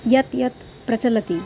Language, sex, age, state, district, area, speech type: Sanskrit, female, 30-45, Maharashtra, Nagpur, urban, spontaneous